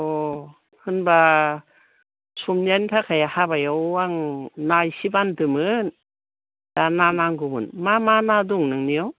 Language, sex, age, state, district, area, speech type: Bodo, female, 45-60, Assam, Baksa, rural, conversation